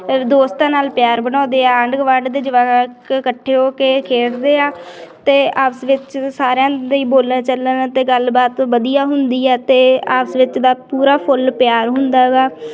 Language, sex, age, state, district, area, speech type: Punjabi, female, 18-30, Punjab, Bathinda, rural, spontaneous